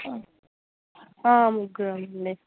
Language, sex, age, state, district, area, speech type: Telugu, female, 18-30, Telangana, Nirmal, rural, conversation